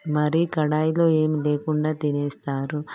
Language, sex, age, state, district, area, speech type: Telugu, female, 30-45, Telangana, Peddapalli, rural, spontaneous